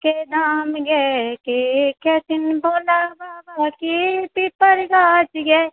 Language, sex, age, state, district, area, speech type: Maithili, female, 60+, Bihar, Purnia, rural, conversation